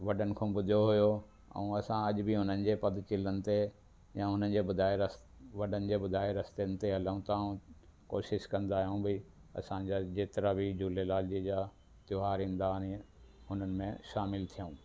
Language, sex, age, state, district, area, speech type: Sindhi, male, 60+, Delhi, South Delhi, urban, spontaneous